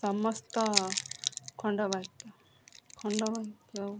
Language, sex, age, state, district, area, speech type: Odia, female, 30-45, Odisha, Jagatsinghpur, rural, spontaneous